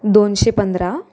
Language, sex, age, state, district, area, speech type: Marathi, female, 18-30, Maharashtra, Solapur, urban, spontaneous